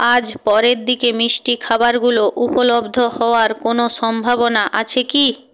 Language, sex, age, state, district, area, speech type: Bengali, female, 45-60, West Bengal, Purba Medinipur, rural, read